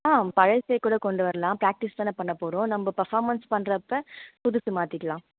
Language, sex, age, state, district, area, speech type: Tamil, female, 18-30, Tamil Nadu, Tiruvallur, rural, conversation